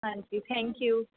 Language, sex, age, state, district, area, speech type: Punjabi, female, 18-30, Punjab, Mohali, urban, conversation